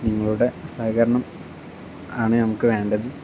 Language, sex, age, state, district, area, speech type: Malayalam, male, 18-30, Kerala, Kozhikode, rural, spontaneous